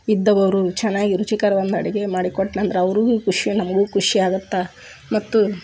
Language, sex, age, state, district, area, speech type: Kannada, female, 45-60, Karnataka, Koppal, rural, spontaneous